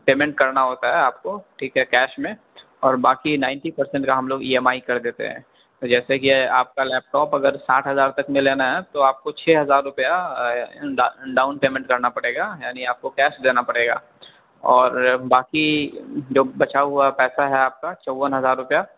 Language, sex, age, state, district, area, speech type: Urdu, male, 18-30, Bihar, Darbhanga, urban, conversation